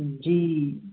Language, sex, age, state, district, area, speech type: Hindi, male, 18-30, Madhya Pradesh, Gwalior, urban, conversation